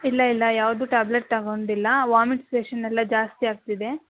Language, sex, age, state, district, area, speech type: Kannada, female, 30-45, Karnataka, Hassan, rural, conversation